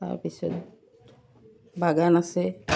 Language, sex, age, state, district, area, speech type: Assamese, female, 45-60, Assam, Udalguri, rural, spontaneous